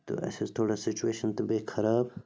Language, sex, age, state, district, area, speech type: Kashmiri, male, 30-45, Jammu and Kashmir, Bandipora, rural, spontaneous